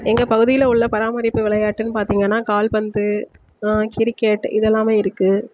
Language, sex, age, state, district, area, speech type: Tamil, female, 30-45, Tamil Nadu, Sivaganga, rural, spontaneous